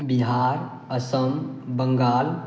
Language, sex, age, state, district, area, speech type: Maithili, male, 18-30, Bihar, Samastipur, rural, spontaneous